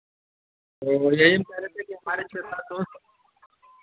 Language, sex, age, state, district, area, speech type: Hindi, male, 45-60, Uttar Pradesh, Ayodhya, rural, conversation